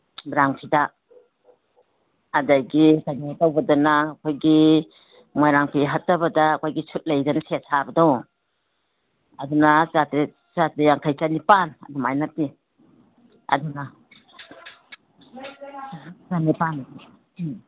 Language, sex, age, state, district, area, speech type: Manipuri, female, 60+, Manipur, Imphal East, urban, conversation